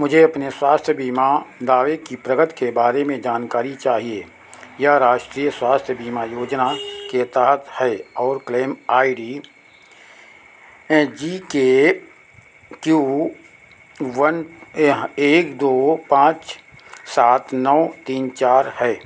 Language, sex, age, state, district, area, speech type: Hindi, male, 60+, Uttar Pradesh, Sitapur, rural, read